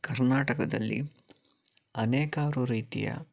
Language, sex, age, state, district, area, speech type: Kannada, male, 30-45, Karnataka, Chitradurga, urban, spontaneous